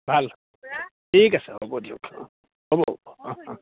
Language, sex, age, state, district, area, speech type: Assamese, male, 60+, Assam, Lakhimpur, rural, conversation